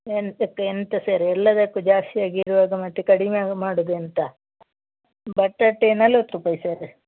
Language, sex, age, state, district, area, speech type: Kannada, female, 60+, Karnataka, Dakshina Kannada, rural, conversation